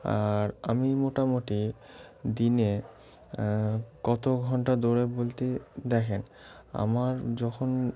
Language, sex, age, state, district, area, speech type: Bengali, male, 18-30, West Bengal, Murshidabad, urban, spontaneous